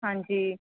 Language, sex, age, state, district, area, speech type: Punjabi, female, 18-30, Punjab, Barnala, urban, conversation